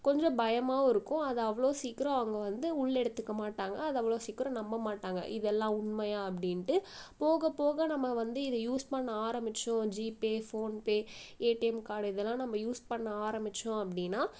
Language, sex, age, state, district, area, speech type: Tamil, female, 18-30, Tamil Nadu, Viluppuram, rural, spontaneous